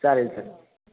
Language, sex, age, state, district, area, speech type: Marathi, male, 30-45, Maharashtra, Satara, rural, conversation